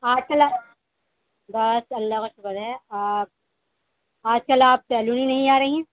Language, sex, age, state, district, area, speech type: Urdu, female, 18-30, Delhi, East Delhi, urban, conversation